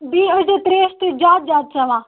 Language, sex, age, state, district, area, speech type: Kashmiri, female, 18-30, Jammu and Kashmir, Baramulla, urban, conversation